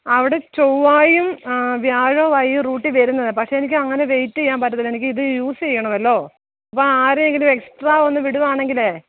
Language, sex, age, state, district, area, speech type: Malayalam, female, 45-60, Kerala, Alappuzha, rural, conversation